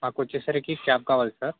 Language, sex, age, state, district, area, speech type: Telugu, male, 18-30, Telangana, Bhadradri Kothagudem, urban, conversation